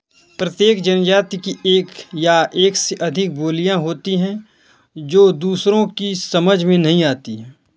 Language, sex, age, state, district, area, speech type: Hindi, male, 18-30, Uttar Pradesh, Ghazipur, rural, read